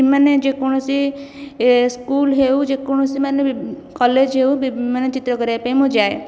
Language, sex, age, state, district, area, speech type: Odia, female, 18-30, Odisha, Khordha, rural, spontaneous